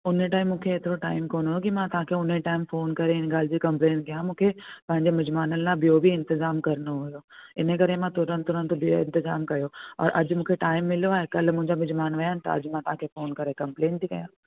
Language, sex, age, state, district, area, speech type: Sindhi, female, 30-45, Delhi, South Delhi, urban, conversation